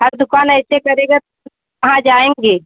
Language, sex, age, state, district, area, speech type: Hindi, female, 30-45, Uttar Pradesh, Pratapgarh, rural, conversation